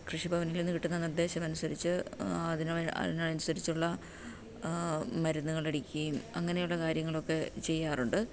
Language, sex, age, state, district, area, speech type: Malayalam, female, 45-60, Kerala, Pathanamthitta, rural, spontaneous